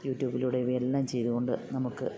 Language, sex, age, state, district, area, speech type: Malayalam, female, 45-60, Kerala, Idukki, rural, spontaneous